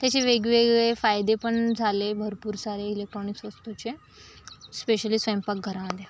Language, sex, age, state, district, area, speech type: Marathi, male, 45-60, Maharashtra, Yavatmal, rural, spontaneous